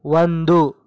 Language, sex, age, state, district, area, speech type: Kannada, male, 18-30, Karnataka, Bidar, rural, read